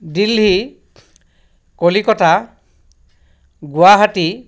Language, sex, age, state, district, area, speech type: Assamese, male, 45-60, Assam, Dhemaji, rural, spontaneous